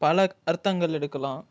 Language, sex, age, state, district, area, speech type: Tamil, male, 45-60, Tamil Nadu, Ariyalur, rural, spontaneous